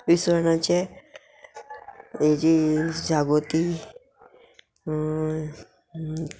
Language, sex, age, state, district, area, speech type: Goan Konkani, female, 45-60, Goa, Murmgao, urban, spontaneous